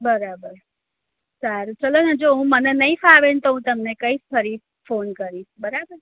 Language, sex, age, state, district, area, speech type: Gujarati, female, 30-45, Gujarat, Kheda, rural, conversation